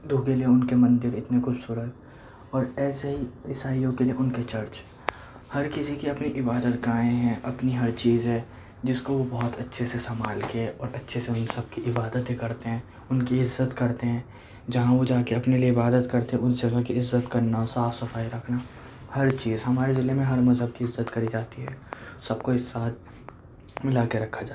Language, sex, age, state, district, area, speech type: Urdu, male, 18-30, Delhi, Central Delhi, urban, spontaneous